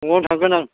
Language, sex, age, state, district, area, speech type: Bodo, male, 60+, Assam, Chirang, rural, conversation